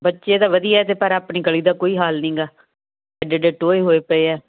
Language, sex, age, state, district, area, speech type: Punjabi, female, 60+, Punjab, Muktsar, urban, conversation